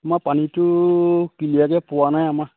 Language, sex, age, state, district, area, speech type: Assamese, male, 30-45, Assam, Majuli, urban, conversation